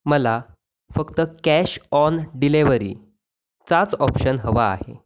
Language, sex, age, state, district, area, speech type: Marathi, male, 18-30, Maharashtra, Sindhudurg, rural, spontaneous